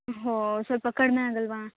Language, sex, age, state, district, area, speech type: Kannada, female, 30-45, Karnataka, Uttara Kannada, rural, conversation